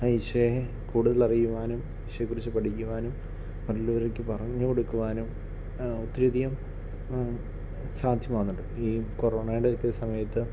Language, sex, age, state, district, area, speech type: Malayalam, male, 30-45, Kerala, Kollam, rural, spontaneous